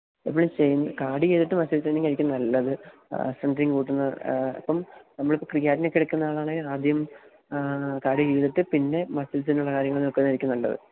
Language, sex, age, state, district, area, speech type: Malayalam, male, 18-30, Kerala, Idukki, rural, conversation